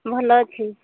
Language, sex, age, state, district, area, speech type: Odia, female, 60+, Odisha, Angul, rural, conversation